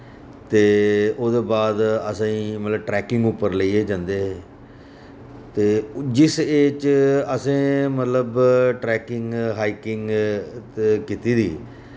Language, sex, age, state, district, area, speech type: Dogri, male, 45-60, Jammu and Kashmir, Reasi, urban, spontaneous